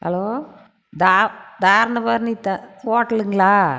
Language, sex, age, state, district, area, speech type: Tamil, female, 45-60, Tamil Nadu, Erode, rural, spontaneous